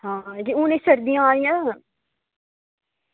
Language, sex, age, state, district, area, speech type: Dogri, female, 18-30, Jammu and Kashmir, Samba, rural, conversation